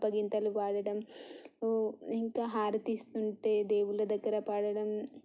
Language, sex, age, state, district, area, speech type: Telugu, female, 18-30, Telangana, Suryapet, urban, spontaneous